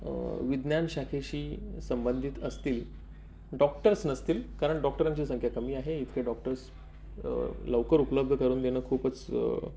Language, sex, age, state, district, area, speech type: Marathi, male, 30-45, Maharashtra, Palghar, rural, spontaneous